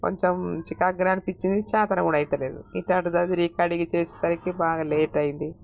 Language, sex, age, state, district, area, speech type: Telugu, female, 60+, Telangana, Peddapalli, rural, spontaneous